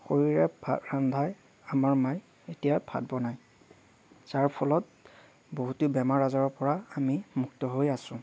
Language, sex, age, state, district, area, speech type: Assamese, male, 45-60, Assam, Darrang, rural, spontaneous